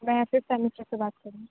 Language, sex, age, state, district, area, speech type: Urdu, female, 18-30, Uttar Pradesh, Aligarh, urban, conversation